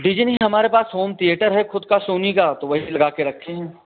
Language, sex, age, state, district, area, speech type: Hindi, male, 30-45, Uttar Pradesh, Hardoi, rural, conversation